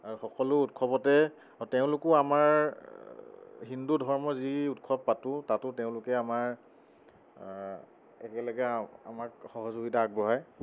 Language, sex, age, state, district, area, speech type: Assamese, male, 30-45, Assam, Tinsukia, urban, spontaneous